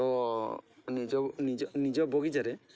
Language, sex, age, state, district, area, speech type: Odia, male, 30-45, Odisha, Mayurbhanj, rural, spontaneous